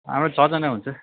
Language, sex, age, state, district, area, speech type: Nepali, male, 30-45, West Bengal, Darjeeling, rural, conversation